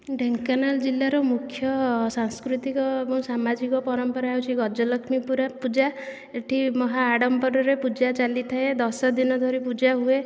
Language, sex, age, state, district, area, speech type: Odia, female, 18-30, Odisha, Dhenkanal, rural, spontaneous